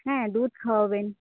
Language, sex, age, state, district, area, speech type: Bengali, female, 30-45, West Bengal, Cooch Behar, urban, conversation